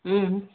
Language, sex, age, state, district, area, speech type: Kannada, female, 30-45, Karnataka, Kolar, urban, conversation